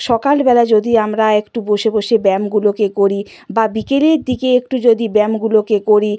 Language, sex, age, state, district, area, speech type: Bengali, female, 60+, West Bengal, Purba Medinipur, rural, spontaneous